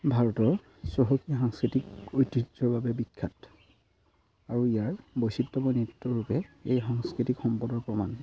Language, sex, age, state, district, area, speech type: Assamese, male, 18-30, Assam, Sivasagar, rural, spontaneous